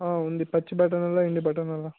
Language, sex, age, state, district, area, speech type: Telugu, male, 18-30, Andhra Pradesh, Annamaya, rural, conversation